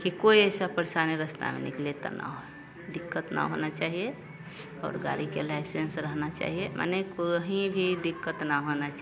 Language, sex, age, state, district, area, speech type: Hindi, female, 30-45, Bihar, Vaishali, rural, spontaneous